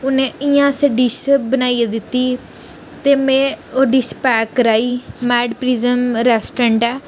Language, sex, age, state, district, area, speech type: Dogri, female, 18-30, Jammu and Kashmir, Reasi, urban, spontaneous